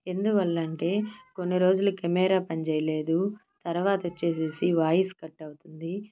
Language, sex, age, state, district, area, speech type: Telugu, female, 30-45, Andhra Pradesh, Nellore, urban, spontaneous